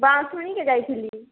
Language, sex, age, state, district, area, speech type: Odia, female, 45-60, Odisha, Boudh, rural, conversation